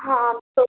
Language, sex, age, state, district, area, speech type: Hindi, female, 18-30, Madhya Pradesh, Betul, urban, conversation